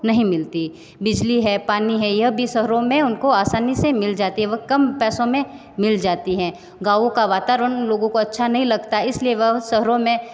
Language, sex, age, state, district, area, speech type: Hindi, female, 30-45, Rajasthan, Jodhpur, urban, spontaneous